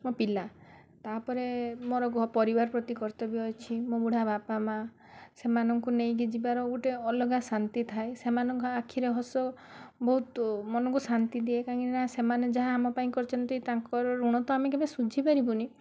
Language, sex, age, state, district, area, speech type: Odia, female, 30-45, Odisha, Balasore, rural, spontaneous